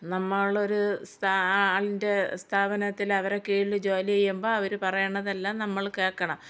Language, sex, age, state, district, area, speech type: Malayalam, female, 60+, Kerala, Thiruvananthapuram, rural, spontaneous